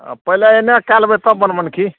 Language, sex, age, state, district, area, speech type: Maithili, male, 60+, Bihar, Madhepura, urban, conversation